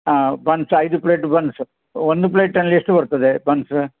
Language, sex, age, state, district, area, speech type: Kannada, male, 60+, Karnataka, Udupi, rural, conversation